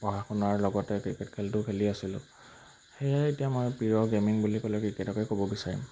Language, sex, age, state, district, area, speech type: Assamese, male, 18-30, Assam, Majuli, urban, spontaneous